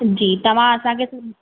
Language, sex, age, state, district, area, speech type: Sindhi, female, 18-30, Maharashtra, Thane, urban, conversation